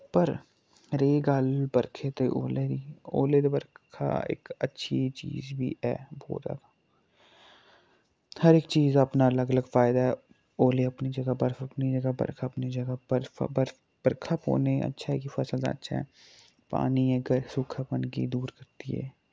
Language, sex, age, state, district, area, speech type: Dogri, male, 18-30, Jammu and Kashmir, Kathua, rural, spontaneous